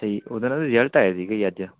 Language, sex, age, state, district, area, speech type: Punjabi, male, 18-30, Punjab, Fatehgarh Sahib, rural, conversation